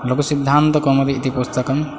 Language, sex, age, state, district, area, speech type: Sanskrit, male, 18-30, Odisha, Balangir, rural, spontaneous